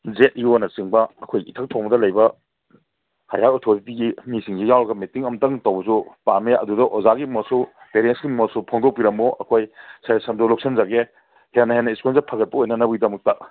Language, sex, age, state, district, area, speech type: Manipuri, male, 45-60, Manipur, Kangpokpi, urban, conversation